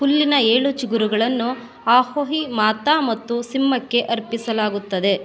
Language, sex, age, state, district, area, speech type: Kannada, female, 30-45, Karnataka, Mandya, rural, read